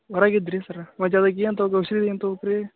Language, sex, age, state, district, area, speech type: Kannada, male, 30-45, Karnataka, Gadag, rural, conversation